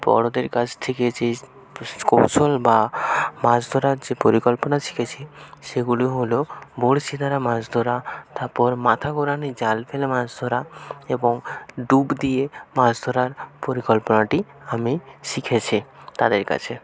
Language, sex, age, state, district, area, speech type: Bengali, male, 18-30, West Bengal, North 24 Parganas, rural, spontaneous